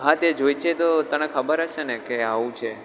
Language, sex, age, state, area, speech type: Gujarati, male, 18-30, Gujarat, rural, spontaneous